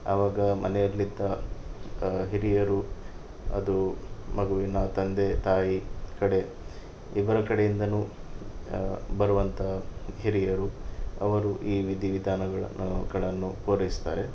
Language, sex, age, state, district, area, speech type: Kannada, male, 30-45, Karnataka, Udupi, urban, spontaneous